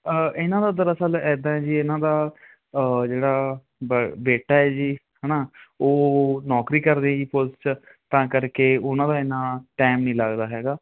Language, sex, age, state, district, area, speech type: Punjabi, male, 18-30, Punjab, Mansa, rural, conversation